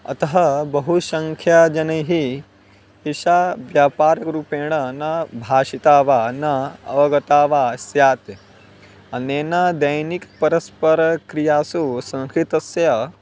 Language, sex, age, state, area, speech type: Sanskrit, male, 18-30, Bihar, rural, spontaneous